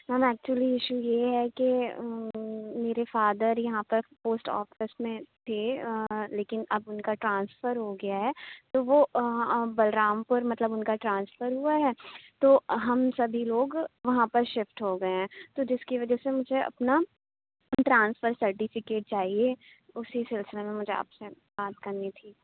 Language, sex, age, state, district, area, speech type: Urdu, female, 30-45, Uttar Pradesh, Aligarh, urban, conversation